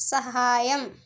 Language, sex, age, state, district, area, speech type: Telugu, female, 18-30, Andhra Pradesh, East Godavari, rural, read